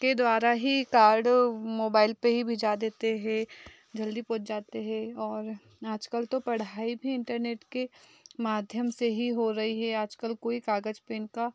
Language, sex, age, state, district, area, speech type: Hindi, female, 30-45, Madhya Pradesh, Betul, rural, spontaneous